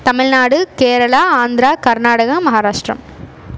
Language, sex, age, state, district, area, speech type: Tamil, female, 18-30, Tamil Nadu, Erode, urban, spontaneous